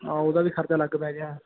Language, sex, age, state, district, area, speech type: Punjabi, male, 18-30, Punjab, Patiala, urban, conversation